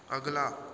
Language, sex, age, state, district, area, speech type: Punjabi, male, 18-30, Punjab, Gurdaspur, urban, read